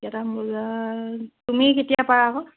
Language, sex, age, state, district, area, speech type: Assamese, female, 18-30, Assam, Charaideo, rural, conversation